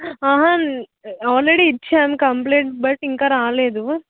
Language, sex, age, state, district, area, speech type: Telugu, female, 18-30, Telangana, Suryapet, urban, conversation